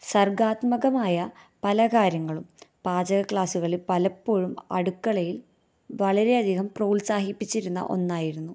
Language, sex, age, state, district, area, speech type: Malayalam, female, 18-30, Kerala, Thrissur, rural, spontaneous